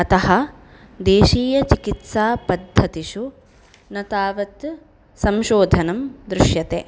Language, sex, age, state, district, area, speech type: Sanskrit, female, 18-30, Karnataka, Udupi, urban, spontaneous